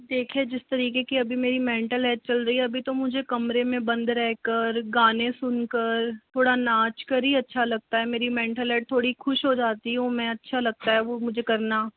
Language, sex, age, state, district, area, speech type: Hindi, male, 60+, Rajasthan, Jaipur, urban, conversation